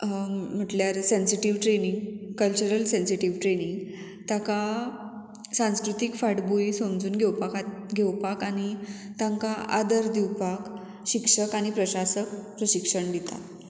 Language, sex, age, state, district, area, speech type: Goan Konkani, female, 18-30, Goa, Murmgao, urban, spontaneous